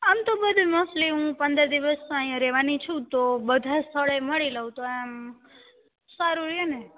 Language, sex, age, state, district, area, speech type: Gujarati, female, 18-30, Gujarat, Rajkot, rural, conversation